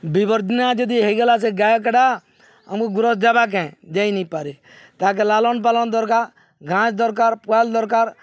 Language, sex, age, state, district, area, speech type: Odia, male, 45-60, Odisha, Balangir, urban, spontaneous